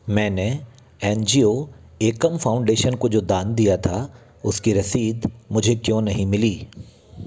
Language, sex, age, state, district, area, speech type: Hindi, male, 60+, Madhya Pradesh, Bhopal, urban, read